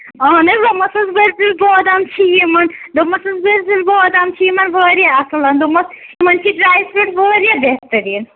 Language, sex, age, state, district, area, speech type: Kashmiri, female, 30-45, Jammu and Kashmir, Ganderbal, rural, conversation